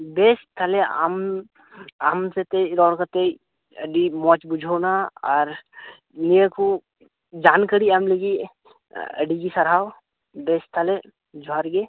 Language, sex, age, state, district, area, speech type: Santali, male, 18-30, West Bengal, Birbhum, rural, conversation